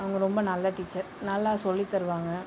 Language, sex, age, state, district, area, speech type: Tamil, female, 18-30, Tamil Nadu, Tiruchirappalli, rural, spontaneous